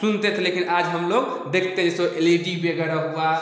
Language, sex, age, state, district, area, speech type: Hindi, male, 18-30, Bihar, Samastipur, rural, spontaneous